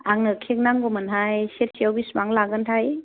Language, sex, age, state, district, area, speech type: Bodo, female, 30-45, Assam, Kokrajhar, rural, conversation